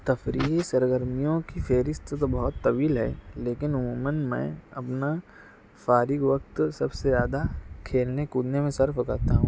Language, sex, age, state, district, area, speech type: Urdu, male, 60+, Maharashtra, Nashik, urban, spontaneous